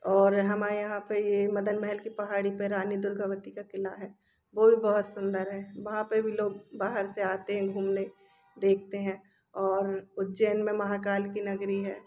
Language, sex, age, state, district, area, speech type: Hindi, female, 30-45, Madhya Pradesh, Jabalpur, urban, spontaneous